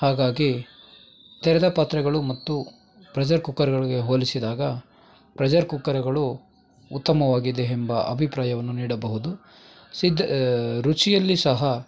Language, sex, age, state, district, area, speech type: Kannada, male, 30-45, Karnataka, Kolar, rural, spontaneous